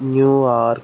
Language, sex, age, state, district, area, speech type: Telugu, male, 30-45, Andhra Pradesh, N T Rama Rao, urban, spontaneous